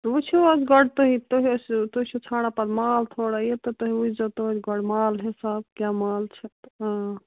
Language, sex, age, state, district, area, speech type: Kashmiri, female, 18-30, Jammu and Kashmir, Bandipora, rural, conversation